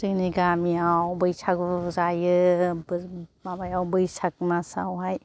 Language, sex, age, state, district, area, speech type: Bodo, female, 60+, Assam, Kokrajhar, urban, spontaneous